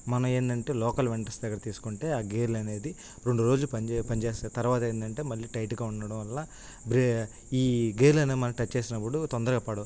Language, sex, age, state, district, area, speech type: Telugu, male, 18-30, Andhra Pradesh, Nellore, rural, spontaneous